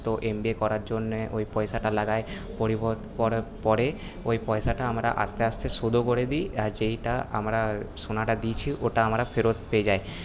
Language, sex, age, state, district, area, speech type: Bengali, male, 18-30, West Bengal, Paschim Bardhaman, urban, spontaneous